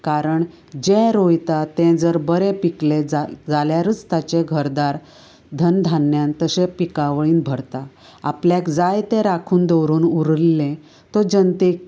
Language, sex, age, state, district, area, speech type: Goan Konkani, female, 45-60, Goa, Canacona, rural, spontaneous